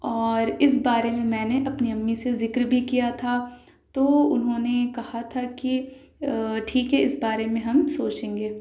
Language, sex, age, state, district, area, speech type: Urdu, female, 18-30, Delhi, South Delhi, urban, spontaneous